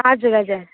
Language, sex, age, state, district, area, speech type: Nepali, female, 18-30, West Bengal, Darjeeling, rural, conversation